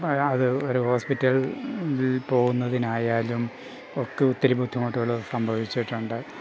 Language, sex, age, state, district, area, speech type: Malayalam, male, 60+, Kerala, Pathanamthitta, rural, spontaneous